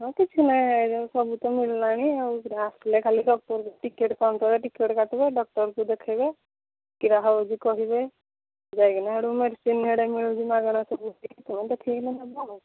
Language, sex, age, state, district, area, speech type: Odia, female, 45-60, Odisha, Angul, rural, conversation